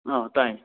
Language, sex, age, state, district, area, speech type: Manipuri, male, 18-30, Manipur, Kangpokpi, urban, conversation